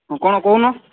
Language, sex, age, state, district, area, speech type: Odia, male, 18-30, Odisha, Sambalpur, rural, conversation